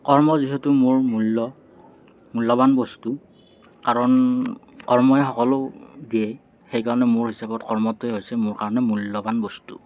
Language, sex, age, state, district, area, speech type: Assamese, male, 30-45, Assam, Morigaon, rural, spontaneous